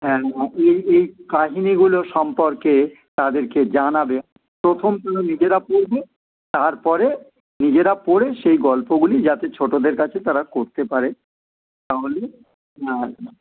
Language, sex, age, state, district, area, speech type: Bengali, male, 60+, West Bengal, Dakshin Dinajpur, rural, conversation